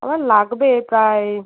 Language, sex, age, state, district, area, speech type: Bengali, female, 18-30, West Bengal, Birbhum, urban, conversation